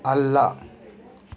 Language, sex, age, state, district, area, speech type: Kannada, male, 30-45, Karnataka, Bangalore Rural, rural, read